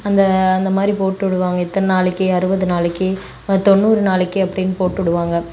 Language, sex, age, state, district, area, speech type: Tamil, female, 18-30, Tamil Nadu, Namakkal, rural, spontaneous